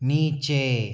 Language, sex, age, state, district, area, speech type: Hindi, male, 45-60, Madhya Pradesh, Bhopal, urban, read